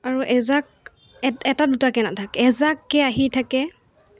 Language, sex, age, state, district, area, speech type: Assamese, female, 18-30, Assam, Goalpara, urban, spontaneous